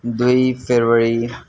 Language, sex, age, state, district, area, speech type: Nepali, male, 45-60, West Bengal, Darjeeling, rural, spontaneous